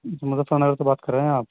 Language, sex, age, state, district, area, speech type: Urdu, male, 30-45, Uttar Pradesh, Muzaffarnagar, urban, conversation